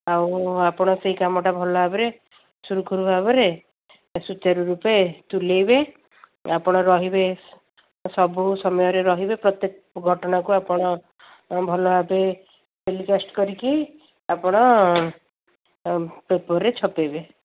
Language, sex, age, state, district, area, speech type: Odia, female, 60+, Odisha, Gajapati, rural, conversation